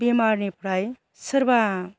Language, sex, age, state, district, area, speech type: Bodo, female, 45-60, Assam, Chirang, rural, spontaneous